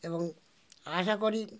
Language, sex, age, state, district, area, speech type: Bengali, male, 60+, West Bengal, Darjeeling, rural, spontaneous